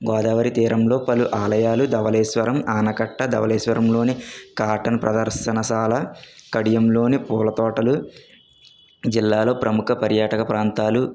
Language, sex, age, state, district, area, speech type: Telugu, male, 45-60, Andhra Pradesh, Kakinada, urban, spontaneous